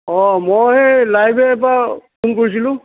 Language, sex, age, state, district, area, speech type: Assamese, male, 60+, Assam, Tinsukia, rural, conversation